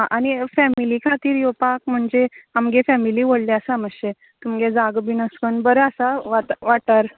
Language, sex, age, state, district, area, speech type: Goan Konkani, female, 30-45, Goa, Canacona, rural, conversation